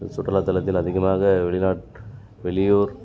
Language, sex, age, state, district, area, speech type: Tamil, male, 30-45, Tamil Nadu, Dharmapuri, rural, spontaneous